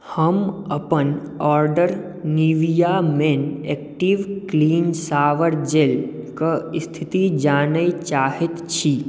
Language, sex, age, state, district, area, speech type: Maithili, male, 18-30, Bihar, Madhubani, rural, read